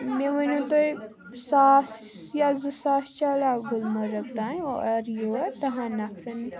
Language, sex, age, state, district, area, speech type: Kashmiri, female, 18-30, Jammu and Kashmir, Baramulla, rural, spontaneous